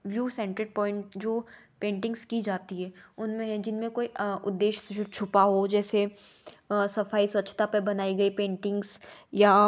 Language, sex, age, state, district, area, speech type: Hindi, female, 18-30, Madhya Pradesh, Ujjain, urban, spontaneous